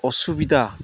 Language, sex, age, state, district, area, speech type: Bodo, male, 45-60, Assam, Udalguri, rural, spontaneous